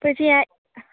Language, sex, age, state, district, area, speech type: Gujarati, female, 30-45, Gujarat, Narmada, rural, conversation